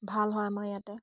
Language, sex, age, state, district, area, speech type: Assamese, female, 18-30, Assam, Charaideo, rural, spontaneous